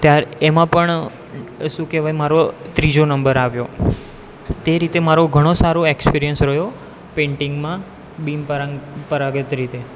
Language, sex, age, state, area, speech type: Gujarati, male, 18-30, Gujarat, urban, spontaneous